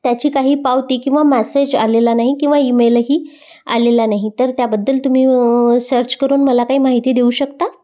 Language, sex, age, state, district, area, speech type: Marathi, female, 30-45, Maharashtra, Amravati, rural, spontaneous